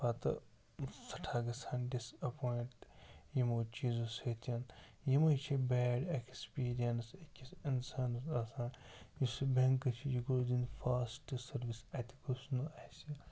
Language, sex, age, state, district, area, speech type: Kashmiri, male, 30-45, Jammu and Kashmir, Ganderbal, rural, spontaneous